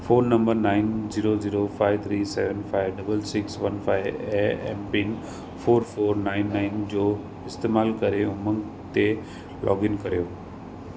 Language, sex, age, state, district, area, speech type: Sindhi, male, 30-45, Maharashtra, Thane, urban, read